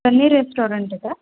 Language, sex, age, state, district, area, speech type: Marathi, female, 30-45, Maharashtra, Nanded, urban, conversation